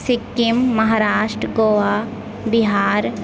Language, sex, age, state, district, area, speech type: Maithili, female, 30-45, Bihar, Purnia, urban, spontaneous